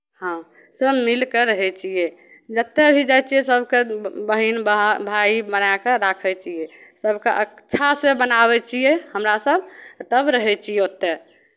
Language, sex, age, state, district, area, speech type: Maithili, female, 18-30, Bihar, Madhepura, rural, spontaneous